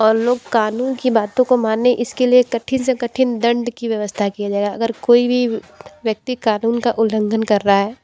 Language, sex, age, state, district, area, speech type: Hindi, female, 18-30, Uttar Pradesh, Sonbhadra, rural, spontaneous